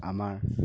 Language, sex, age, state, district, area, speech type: Assamese, male, 18-30, Assam, Dibrugarh, rural, spontaneous